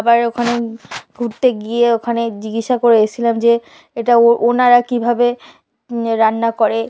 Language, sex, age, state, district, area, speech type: Bengali, female, 18-30, West Bengal, South 24 Parganas, rural, spontaneous